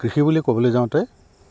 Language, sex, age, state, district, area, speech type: Assamese, male, 45-60, Assam, Goalpara, urban, spontaneous